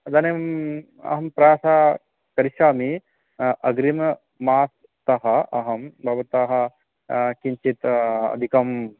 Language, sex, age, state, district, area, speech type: Sanskrit, male, 18-30, West Bengal, Purba Bardhaman, rural, conversation